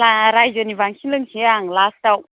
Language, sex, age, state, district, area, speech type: Bodo, female, 30-45, Assam, Baksa, rural, conversation